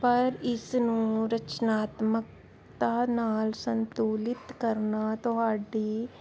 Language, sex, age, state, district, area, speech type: Punjabi, female, 30-45, Punjab, Jalandhar, urban, spontaneous